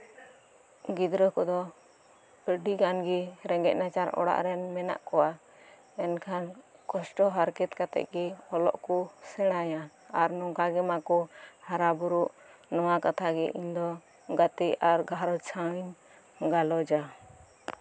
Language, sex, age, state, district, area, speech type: Santali, female, 18-30, West Bengal, Birbhum, rural, spontaneous